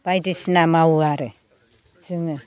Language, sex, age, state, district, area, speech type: Bodo, female, 60+, Assam, Chirang, rural, spontaneous